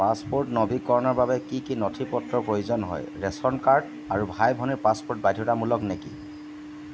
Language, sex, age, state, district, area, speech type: Assamese, male, 30-45, Assam, Jorhat, urban, read